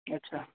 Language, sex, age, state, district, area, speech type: Hindi, male, 18-30, Madhya Pradesh, Ujjain, urban, conversation